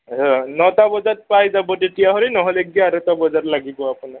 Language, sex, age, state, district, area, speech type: Assamese, male, 18-30, Assam, Nagaon, rural, conversation